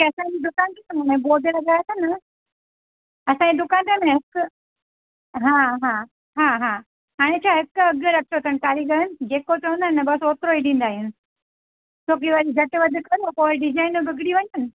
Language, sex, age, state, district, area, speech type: Sindhi, female, 45-60, Gujarat, Surat, urban, conversation